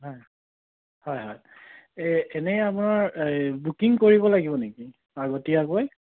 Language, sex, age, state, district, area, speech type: Assamese, male, 30-45, Assam, Sonitpur, rural, conversation